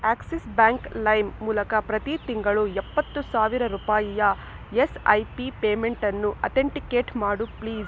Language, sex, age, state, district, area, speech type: Kannada, female, 18-30, Karnataka, Chikkaballapur, rural, read